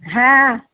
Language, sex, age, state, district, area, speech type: Bengali, female, 45-60, West Bengal, Purba Bardhaman, urban, conversation